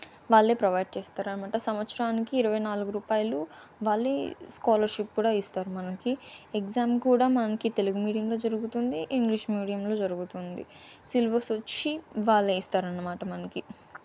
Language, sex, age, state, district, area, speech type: Telugu, female, 30-45, Andhra Pradesh, Chittoor, rural, spontaneous